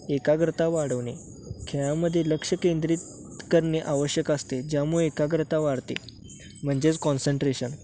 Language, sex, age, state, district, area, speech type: Marathi, male, 18-30, Maharashtra, Sangli, urban, spontaneous